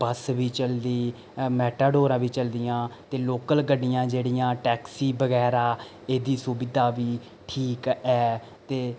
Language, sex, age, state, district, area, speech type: Dogri, male, 30-45, Jammu and Kashmir, Reasi, rural, spontaneous